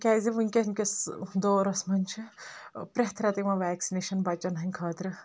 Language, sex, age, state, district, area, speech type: Kashmiri, female, 30-45, Jammu and Kashmir, Anantnag, rural, spontaneous